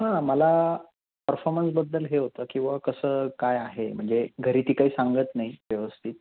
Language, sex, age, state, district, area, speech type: Marathi, male, 30-45, Maharashtra, Nashik, urban, conversation